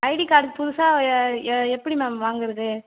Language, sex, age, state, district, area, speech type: Tamil, female, 18-30, Tamil Nadu, Cuddalore, rural, conversation